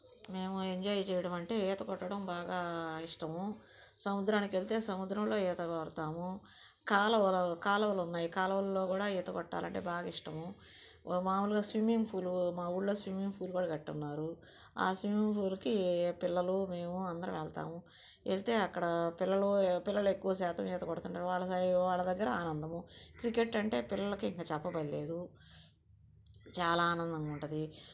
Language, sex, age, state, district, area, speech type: Telugu, female, 45-60, Andhra Pradesh, Nellore, rural, spontaneous